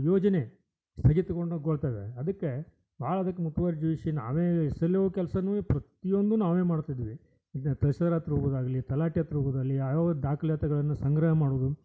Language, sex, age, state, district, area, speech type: Kannada, male, 60+, Karnataka, Koppal, rural, spontaneous